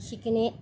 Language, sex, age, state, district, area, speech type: Marathi, female, 60+, Maharashtra, Nagpur, urban, read